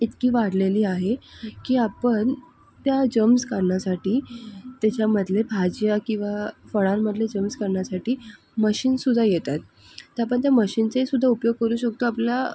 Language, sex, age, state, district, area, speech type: Marathi, female, 45-60, Maharashtra, Thane, urban, spontaneous